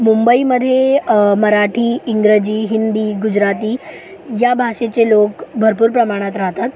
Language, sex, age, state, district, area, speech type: Marathi, female, 18-30, Maharashtra, Solapur, urban, spontaneous